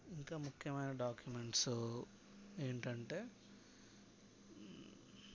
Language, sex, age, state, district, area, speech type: Telugu, male, 18-30, Telangana, Hyderabad, rural, spontaneous